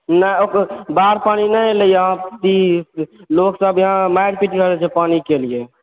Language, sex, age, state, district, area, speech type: Maithili, male, 18-30, Bihar, Purnia, rural, conversation